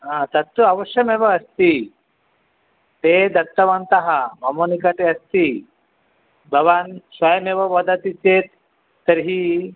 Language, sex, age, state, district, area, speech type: Sanskrit, male, 30-45, West Bengal, North 24 Parganas, urban, conversation